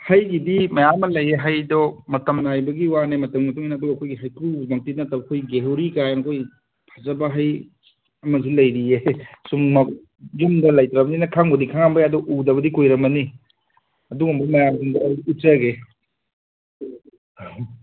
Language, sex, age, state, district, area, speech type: Manipuri, male, 30-45, Manipur, Kangpokpi, urban, conversation